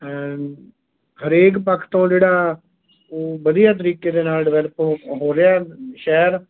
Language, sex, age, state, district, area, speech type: Punjabi, male, 45-60, Punjab, Shaheed Bhagat Singh Nagar, rural, conversation